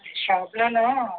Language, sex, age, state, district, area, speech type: Telugu, female, 60+, Andhra Pradesh, Eluru, rural, conversation